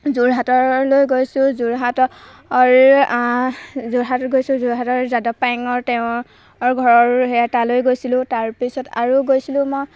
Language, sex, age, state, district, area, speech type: Assamese, female, 18-30, Assam, Golaghat, urban, spontaneous